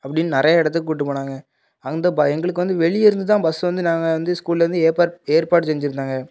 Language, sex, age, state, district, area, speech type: Tamil, male, 18-30, Tamil Nadu, Thoothukudi, urban, spontaneous